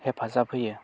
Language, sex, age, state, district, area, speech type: Bodo, male, 30-45, Assam, Udalguri, rural, spontaneous